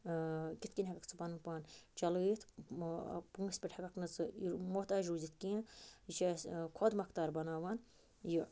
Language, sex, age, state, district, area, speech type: Kashmiri, male, 45-60, Jammu and Kashmir, Budgam, rural, spontaneous